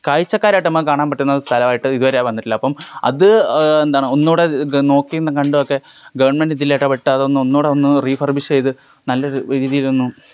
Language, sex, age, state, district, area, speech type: Malayalam, male, 18-30, Kerala, Kollam, rural, spontaneous